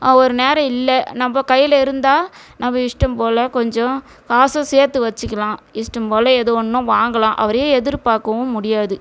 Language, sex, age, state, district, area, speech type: Tamil, female, 45-60, Tamil Nadu, Tiruvannamalai, rural, spontaneous